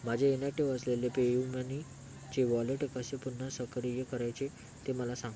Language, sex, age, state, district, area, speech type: Marathi, male, 30-45, Maharashtra, Thane, urban, read